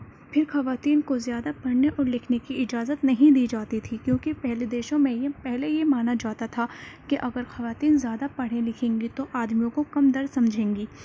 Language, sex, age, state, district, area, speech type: Urdu, female, 18-30, Delhi, Central Delhi, urban, spontaneous